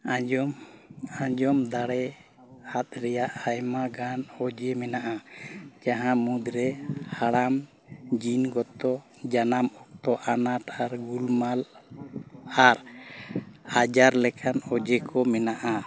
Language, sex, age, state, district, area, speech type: Santali, male, 30-45, Jharkhand, East Singhbhum, rural, read